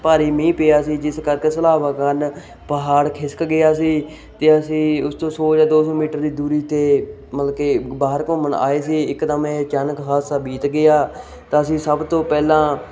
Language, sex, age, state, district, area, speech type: Punjabi, male, 18-30, Punjab, Hoshiarpur, rural, spontaneous